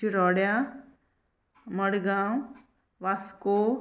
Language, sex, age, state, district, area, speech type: Goan Konkani, female, 30-45, Goa, Murmgao, rural, spontaneous